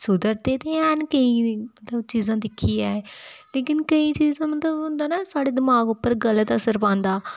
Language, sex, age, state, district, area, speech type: Dogri, female, 18-30, Jammu and Kashmir, Udhampur, rural, spontaneous